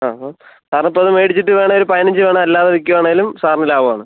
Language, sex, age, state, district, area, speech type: Malayalam, male, 18-30, Kerala, Kottayam, rural, conversation